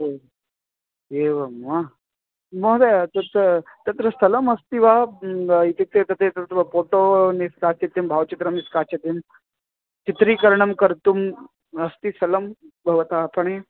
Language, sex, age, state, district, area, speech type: Sanskrit, male, 30-45, Karnataka, Vijayapura, urban, conversation